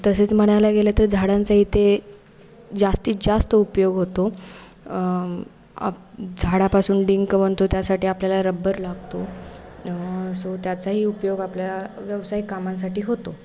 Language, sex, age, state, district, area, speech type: Marathi, female, 18-30, Maharashtra, Ratnagiri, rural, spontaneous